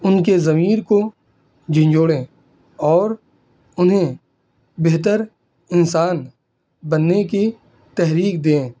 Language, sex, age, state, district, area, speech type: Urdu, male, 18-30, Delhi, North East Delhi, rural, spontaneous